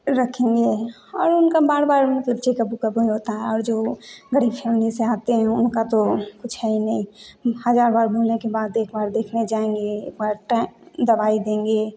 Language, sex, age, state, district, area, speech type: Hindi, female, 18-30, Bihar, Begusarai, rural, spontaneous